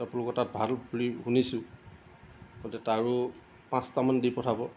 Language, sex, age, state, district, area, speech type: Assamese, male, 45-60, Assam, Lakhimpur, rural, spontaneous